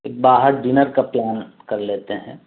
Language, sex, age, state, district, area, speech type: Urdu, male, 30-45, Delhi, New Delhi, urban, conversation